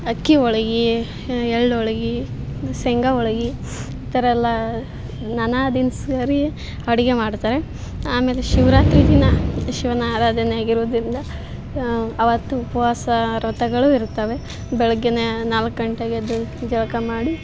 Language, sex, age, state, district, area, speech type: Kannada, female, 18-30, Karnataka, Koppal, rural, spontaneous